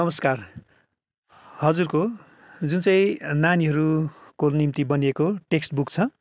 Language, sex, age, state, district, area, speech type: Nepali, male, 45-60, West Bengal, Kalimpong, rural, spontaneous